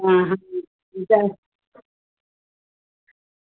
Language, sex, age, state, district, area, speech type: Hindi, female, 45-60, Uttar Pradesh, Ghazipur, rural, conversation